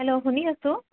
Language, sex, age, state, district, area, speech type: Assamese, female, 18-30, Assam, Kamrup Metropolitan, urban, conversation